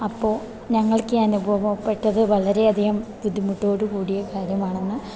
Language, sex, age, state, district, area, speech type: Malayalam, female, 18-30, Kerala, Idukki, rural, spontaneous